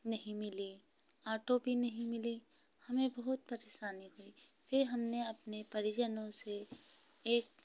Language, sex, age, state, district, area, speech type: Hindi, female, 30-45, Madhya Pradesh, Hoshangabad, urban, spontaneous